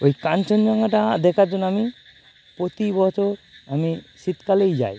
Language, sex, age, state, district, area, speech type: Bengali, male, 30-45, West Bengal, North 24 Parganas, urban, spontaneous